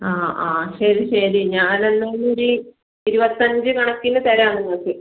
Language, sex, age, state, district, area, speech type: Malayalam, female, 30-45, Kerala, Kannur, urban, conversation